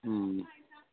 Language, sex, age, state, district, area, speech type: Maithili, male, 45-60, Bihar, Saharsa, rural, conversation